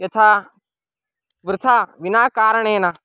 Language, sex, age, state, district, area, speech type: Sanskrit, male, 18-30, Karnataka, Mysore, urban, spontaneous